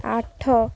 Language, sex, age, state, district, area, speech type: Odia, female, 18-30, Odisha, Jagatsinghpur, rural, read